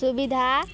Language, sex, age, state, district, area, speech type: Odia, female, 18-30, Odisha, Nuapada, rural, spontaneous